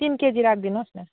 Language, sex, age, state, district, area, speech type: Nepali, female, 45-60, West Bengal, Jalpaiguri, urban, conversation